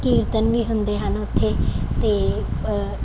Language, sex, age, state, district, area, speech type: Punjabi, female, 18-30, Punjab, Mansa, urban, spontaneous